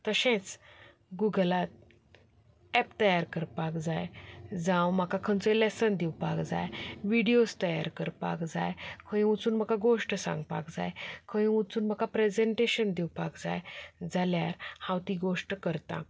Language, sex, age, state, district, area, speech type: Goan Konkani, female, 30-45, Goa, Canacona, rural, spontaneous